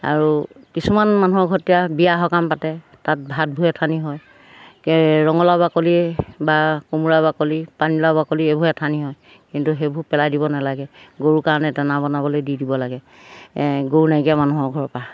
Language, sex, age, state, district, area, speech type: Assamese, female, 60+, Assam, Golaghat, urban, spontaneous